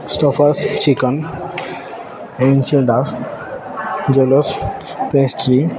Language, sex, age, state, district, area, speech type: Marathi, male, 18-30, Maharashtra, Ahmednagar, urban, spontaneous